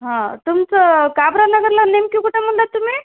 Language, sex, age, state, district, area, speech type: Marathi, female, 30-45, Maharashtra, Nanded, urban, conversation